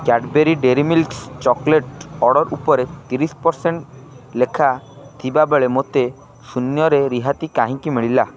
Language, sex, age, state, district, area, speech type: Odia, male, 18-30, Odisha, Kendrapara, urban, read